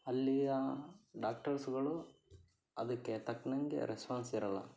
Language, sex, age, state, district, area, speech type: Kannada, male, 18-30, Karnataka, Davanagere, urban, spontaneous